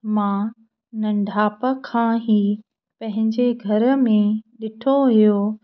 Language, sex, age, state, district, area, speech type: Sindhi, female, 30-45, Madhya Pradesh, Katni, rural, spontaneous